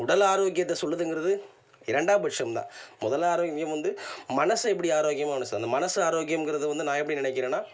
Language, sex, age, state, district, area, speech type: Tamil, male, 30-45, Tamil Nadu, Tiruvarur, rural, spontaneous